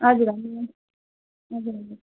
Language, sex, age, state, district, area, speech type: Nepali, female, 30-45, West Bengal, Darjeeling, rural, conversation